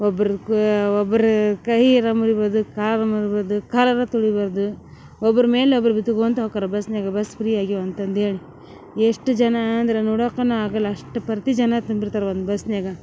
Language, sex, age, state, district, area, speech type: Kannada, female, 30-45, Karnataka, Gadag, urban, spontaneous